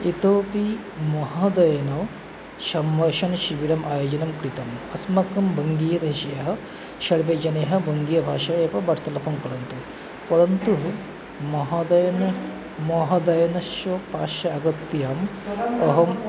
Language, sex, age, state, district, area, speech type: Sanskrit, male, 30-45, West Bengal, North 24 Parganas, urban, spontaneous